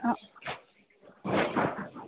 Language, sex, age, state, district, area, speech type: Assamese, female, 30-45, Assam, Goalpara, urban, conversation